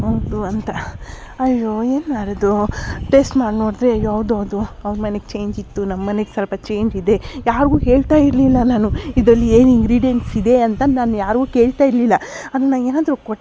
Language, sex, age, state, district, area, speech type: Kannada, female, 45-60, Karnataka, Davanagere, urban, spontaneous